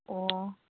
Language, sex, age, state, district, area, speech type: Manipuri, female, 45-60, Manipur, Imphal East, rural, conversation